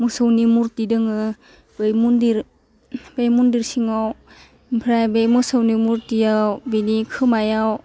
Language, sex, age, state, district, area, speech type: Bodo, female, 18-30, Assam, Udalguri, urban, spontaneous